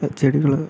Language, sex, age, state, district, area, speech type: Malayalam, male, 18-30, Kerala, Palakkad, rural, spontaneous